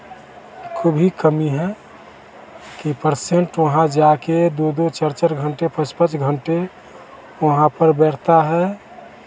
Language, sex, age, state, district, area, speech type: Hindi, male, 45-60, Bihar, Vaishali, urban, spontaneous